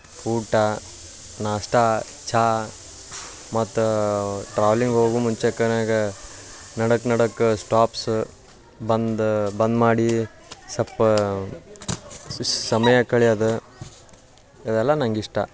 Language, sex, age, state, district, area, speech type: Kannada, male, 18-30, Karnataka, Dharwad, rural, spontaneous